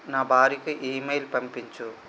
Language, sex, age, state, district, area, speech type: Telugu, male, 30-45, Andhra Pradesh, Vizianagaram, rural, read